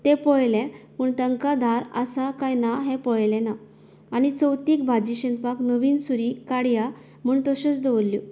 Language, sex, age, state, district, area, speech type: Goan Konkani, female, 30-45, Goa, Canacona, rural, spontaneous